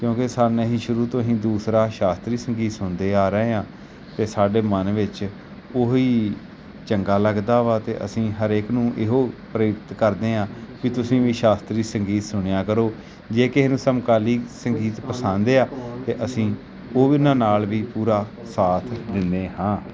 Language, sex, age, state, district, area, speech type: Punjabi, male, 30-45, Punjab, Gurdaspur, rural, spontaneous